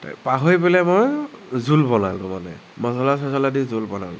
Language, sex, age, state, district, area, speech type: Assamese, male, 18-30, Assam, Nagaon, rural, spontaneous